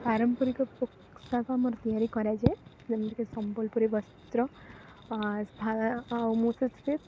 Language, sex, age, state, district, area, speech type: Odia, female, 18-30, Odisha, Rayagada, rural, spontaneous